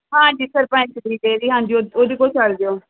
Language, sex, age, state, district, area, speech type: Punjabi, female, 30-45, Punjab, Gurdaspur, urban, conversation